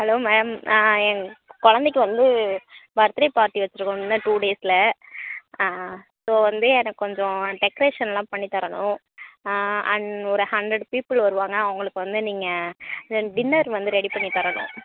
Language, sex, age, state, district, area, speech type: Tamil, female, 18-30, Tamil Nadu, Tiruvarur, rural, conversation